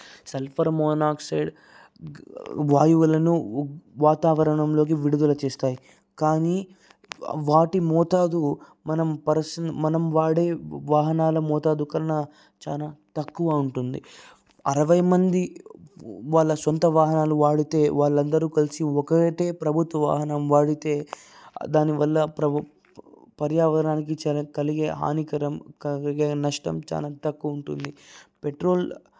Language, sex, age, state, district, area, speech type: Telugu, male, 18-30, Andhra Pradesh, Anantapur, urban, spontaneous